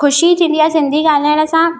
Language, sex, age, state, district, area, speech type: Sindhi, female, 18-30, Madhya Pradesh, Katni, rural, spontaneous